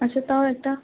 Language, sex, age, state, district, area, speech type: Bengali, female, 18-30, West Bengal, Paschim Bardhaman, urban, conversation